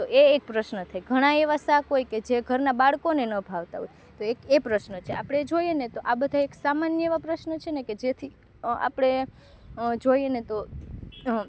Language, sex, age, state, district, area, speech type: Gujarati, female, 30-45, Gujarat, Rajkot, rural, spontaneous